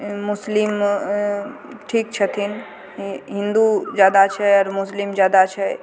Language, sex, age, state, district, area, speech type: Maithili, female, 18-30, Bihar, Begusarai, urban, spontaneous